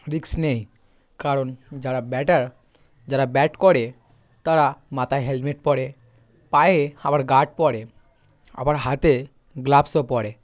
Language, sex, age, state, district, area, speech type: Bengali, male, 18-30, West Bengal, South 24 Parganas, rural, spontaneous